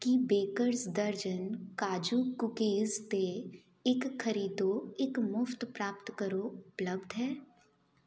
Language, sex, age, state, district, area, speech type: Punjabi, female, 30-45, Punjab, Jalandhar, urban, read